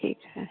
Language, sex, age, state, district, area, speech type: Hindi, female, 60+, Uttar Pradesh, Hardoi, rural, conversation